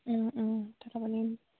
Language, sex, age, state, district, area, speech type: Assamese, female, 18-30, Assam, Jorhat, urban, conversation